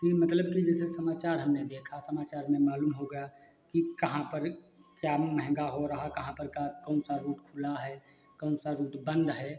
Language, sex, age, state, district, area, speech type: Hindi, male, 45-60, Uttar Pradesh, Hardoi, rural, spontaneous